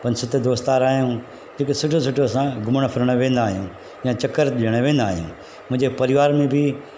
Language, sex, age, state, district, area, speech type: Sindhi, male, 45-60, Gujarat, Surat, urban, spontaneous